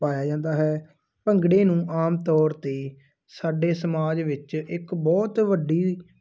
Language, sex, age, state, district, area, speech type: Punjabi, male, 18-30, Punjab, Muktsar, rural, spontaneous